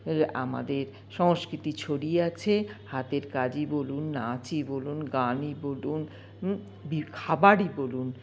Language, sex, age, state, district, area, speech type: Bengali, female, 45-60, West Bengal, Paschim Bardhaman, urban, spontaneous